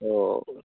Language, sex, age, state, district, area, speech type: Hindi, male, 30-45, Bihar, Madhepura, rural, conversation